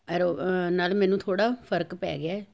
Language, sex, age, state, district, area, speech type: Punjabi, female, 60+, Punjab, Jalandhar, urban, spontaneous